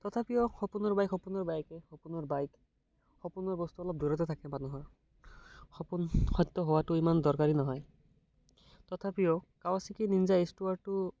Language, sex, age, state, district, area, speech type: Assamese, male, 18-30, Assam, Barpeta, rural, spontaneous